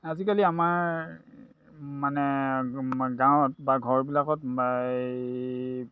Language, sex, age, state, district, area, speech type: Assamese, male, 60+, Assam, Dhemaji, urban, spontaneous